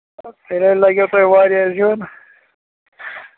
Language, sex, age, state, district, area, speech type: Kashmiri, male, 45-60, Jammu and Kashmir, Ganderbal, rural, conversation